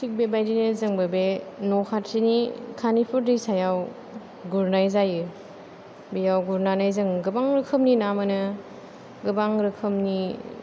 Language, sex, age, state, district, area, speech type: Bodo, female, 30-45, Assam, Chirang, urban, spontaneous